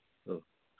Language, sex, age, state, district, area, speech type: Manipuri, male, 45-60, Manipur, Imphal East, rural, conversation